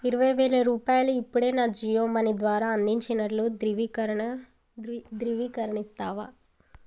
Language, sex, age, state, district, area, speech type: Telugu, female, 18-30, Telangana, Mancherial, rural, read